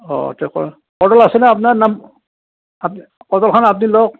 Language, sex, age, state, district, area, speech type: Assamese, male, 60+, Assam, Nalbari, rural, conversation